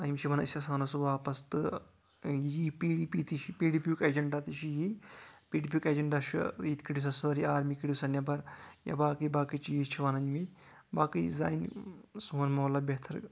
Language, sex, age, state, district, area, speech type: Kashmiri, male, 18-30, Jammu and Kashmir, Anantnag, rural, spontaneous